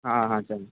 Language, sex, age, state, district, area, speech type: Gujarati, male, 18-30, Gujarat, Valsad, rural, conversation